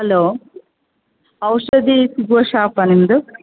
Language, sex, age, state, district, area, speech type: Kannada, female, 30-45, Karnataka, Bellary, rural, conversation